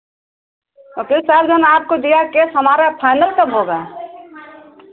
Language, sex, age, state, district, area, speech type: Hindi, female, 60+, Uttar Pradesh, Ayodhya, rural, conversation